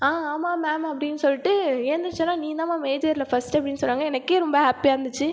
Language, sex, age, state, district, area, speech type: Tamil, female, 30-45, Tamil Nadu, Ariyalur, rural, spontaneous